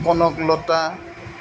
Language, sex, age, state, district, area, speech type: Assamese, male, 60+, Assam, Goalpara, urban, spontaneous